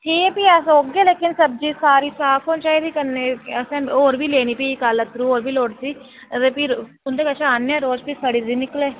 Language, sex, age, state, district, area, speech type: Dogri, female, 18-30, Jammu and Kashmir, Reasi, rural, conversation